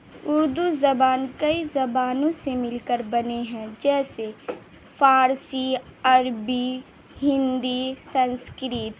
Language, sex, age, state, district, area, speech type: Urdu, female, 18-30, Bihar, Madhubani, rural, spontaneous